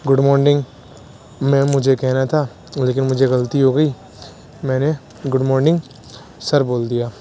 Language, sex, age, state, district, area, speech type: Urdu, male, 18-30, Uttar Pradesh, Aligarh, urban, spontaneous